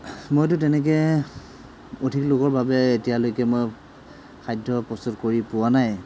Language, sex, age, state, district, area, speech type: Assamese, male, 45-60, Assam, Morigaon, rural, spontaneous